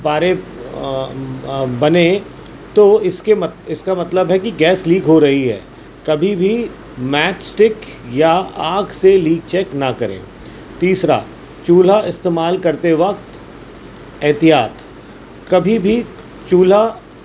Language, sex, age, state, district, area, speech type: Urdu, male, 45-60, Uttar Pradesh, Gautam Buddha Nagar, urban, spontaneous